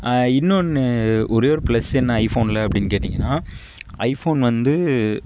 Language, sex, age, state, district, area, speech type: Tamil, male, 60+, Tamil Nadu, Tiruvarur, urban, spontaneous